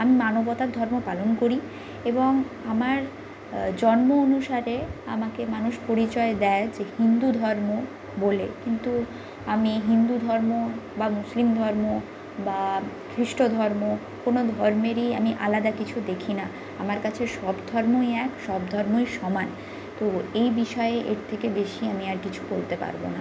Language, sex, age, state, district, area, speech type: Bengali, female, 30-45, West Bengal, Bankura, urban, spontaneous